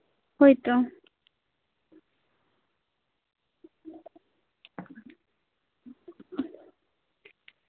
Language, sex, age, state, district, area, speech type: Santali, female, 18-30, West Bengal, Bankura, rural, conversation